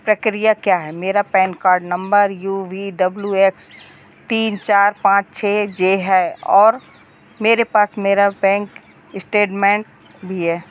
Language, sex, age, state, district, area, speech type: Hindi, female, 45-60, Madhya Pradesh, Narsinghpur, rural, read